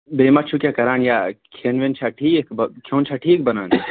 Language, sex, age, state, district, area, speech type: Kashmiri, male, 18-30, Jammu and Kashmir, Anantnag, rural, conversation